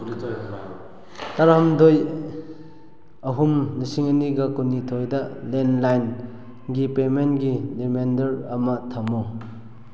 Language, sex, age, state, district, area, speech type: Manipuri, male, 18-30, Manipur, Kakching, rural, read